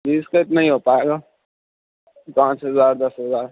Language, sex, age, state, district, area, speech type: Urdu, male, 60+, Delhi, Central Delhi, rural, conversation